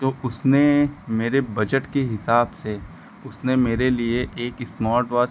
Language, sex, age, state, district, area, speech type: Hindi, male, 45-60, Uttar Pradesh, Lucknow, rural, spontaneous